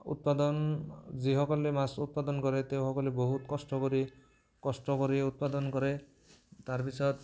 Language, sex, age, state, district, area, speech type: Assamese, male, 18-30, Assam, Barpeta, rural, spontaneous